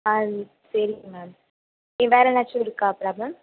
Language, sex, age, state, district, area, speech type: Tamil, female, 18-30, Tamil Nadu, Thanjavur, urban, conversation